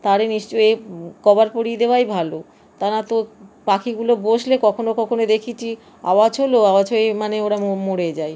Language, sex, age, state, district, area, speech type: Bengali, female, 45-60, West Bengal, Howrah, urban, spontaneous